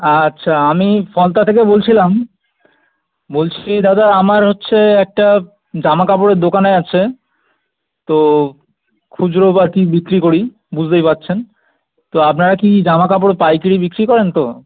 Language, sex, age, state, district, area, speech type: Bengali, male, 18-30, West Bengal, North 24 Parganas, urban, conversation